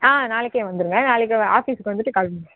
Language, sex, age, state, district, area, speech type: Tamil, female, 18-30, Tamil Nadu, Namakkal, rural, conversation